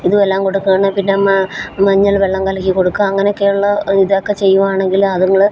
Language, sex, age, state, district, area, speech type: Malayalam, female, 30-45, Kerala, Alappuzha, rural, spontaneous